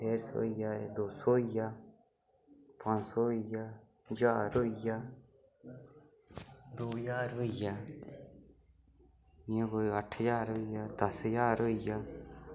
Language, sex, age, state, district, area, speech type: Dogri, male, 18-30, Jammu and Kashmir, Udhampur, rural, spontaneous